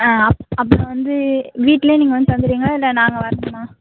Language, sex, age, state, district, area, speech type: Tamil, female, 18-30, Tamil Nadu, Mayiladuthurai, urban, conversation